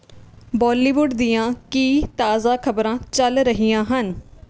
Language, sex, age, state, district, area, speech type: Punjabi, female, 18-30, Punjab, Rupnagar, rural, read